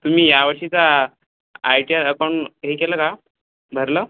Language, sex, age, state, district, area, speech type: Marathi, male, 18-30, Maharashtra, Akola, rural, conversation